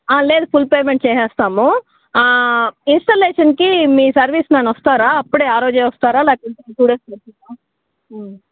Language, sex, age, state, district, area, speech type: Telugu, female, 45-60, Andhra Pradesh, Sri Balaji, rural, conversation